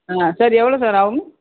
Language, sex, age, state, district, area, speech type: Tamil, male, 30-45, Tamil Nadu, Sivaganga, rural, conversation